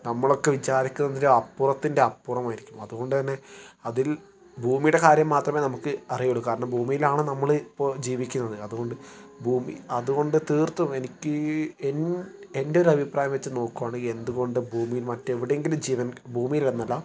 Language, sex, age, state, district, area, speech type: Malayalam, male, 18-30, Kerala, Wayanad, rural, spontaneous